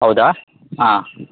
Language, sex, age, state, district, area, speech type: Kannada, male, 18-30, Karnataka, Tumkur, urban, conversation